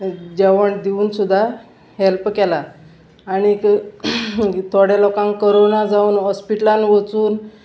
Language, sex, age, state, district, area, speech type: Goan Konkani, female, 45-60, Goa, Salcete, rural, spontaneous